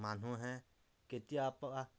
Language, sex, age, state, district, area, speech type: Assamese, male, 30-45, Assam, Dhemaji, rural, spontaneous